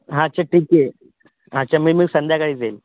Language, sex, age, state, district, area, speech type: Marathi, male, 18-30, Maharashtra, Thane, urban, conversation